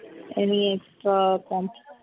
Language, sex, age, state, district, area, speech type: Telugu, female, 30-45, Telangana, Peddapalli, urban, conversation